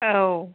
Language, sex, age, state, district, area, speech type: Bodo, male, 60+, Assam, Kokrajhar, urban, conversation